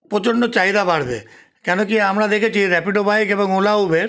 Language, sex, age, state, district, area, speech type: Bengali, male, 60+, West Bengal, Paschim Bardhaman, urban, spontaneous